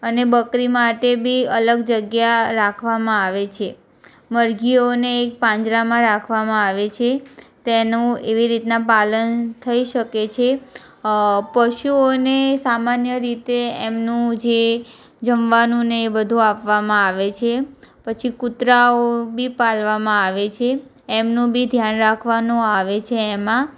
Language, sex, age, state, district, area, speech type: Gujarati, female, 18-30, Gujarat, Anand, rural, spontaneous